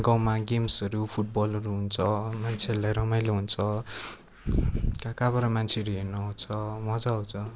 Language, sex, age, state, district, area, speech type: Nepali, male, 18-30, West Bengal, Darjeeling, rural, spontaneous